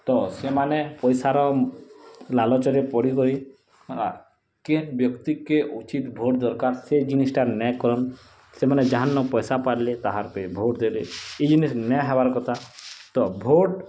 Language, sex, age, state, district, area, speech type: Odia, male, 18-30, Odisha, Bargarh, rural, spontaneous